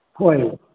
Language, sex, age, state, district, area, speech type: Manipuri, male, 60+, Manipur, Thoubal, rural, conversation